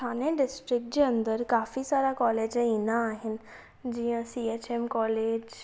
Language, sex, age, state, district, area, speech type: Sindhi, female, 18-30, Maharashtra, Thane, urban, spontaneous